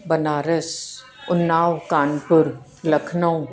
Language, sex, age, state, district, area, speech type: Sindhi, female, 45-60, Uttar Pradesh, Lucknow, urban, spontaneous